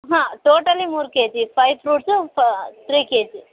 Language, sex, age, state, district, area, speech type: Kannada, female, 18-30, Karnataka, Bellary, urban, conversation